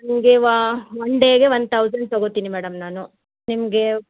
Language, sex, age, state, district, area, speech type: Kannada, female, 30-45, Karnataka, Chitradurga, rural, conversation